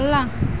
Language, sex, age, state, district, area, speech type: Hindi, female, 30-45, Uttar Pradesh, Mau, rural, read